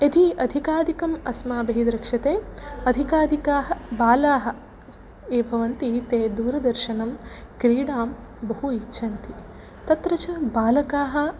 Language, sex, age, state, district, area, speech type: Sanskrit, female, 18-30, Karnataka, Udupi, rural, spontaneous